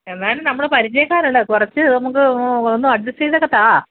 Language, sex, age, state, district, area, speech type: Malayalam, female, 45-60, Kerala, Kottayam, urban, conversation